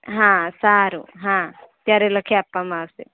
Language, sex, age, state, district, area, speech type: Gujarati, female, 18-30, Gujarat, Valsad, rural, conversation